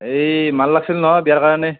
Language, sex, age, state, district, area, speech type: Assamese, male, 18-30, Assam, Nalbari, rural, conversation